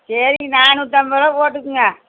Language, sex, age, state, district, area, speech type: Tamil, female, 60+, Tamil Nadu, Erode, urban, conversation